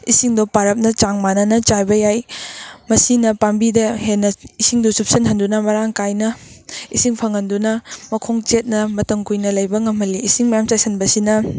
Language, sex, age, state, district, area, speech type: Manipuri, female, 18-30, Manipur, Kakching, rural, spontaneous